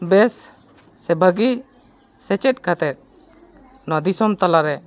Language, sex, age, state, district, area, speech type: Santali, male, 45-60, Jharkhand, East Singhbhum, rural, spontaneous